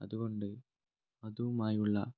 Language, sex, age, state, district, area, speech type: Malayalam, male, 18-30, Kerala, Kannur, rural, spontaneous